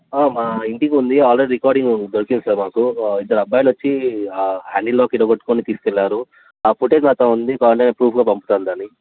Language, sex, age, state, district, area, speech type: Telugu, male, 18-30, Telangana, Vikarabad, urban, conversation